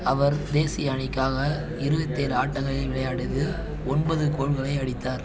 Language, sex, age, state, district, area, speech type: Tamil, male, 18-30, Tamil Nadu, Madurai, rural, read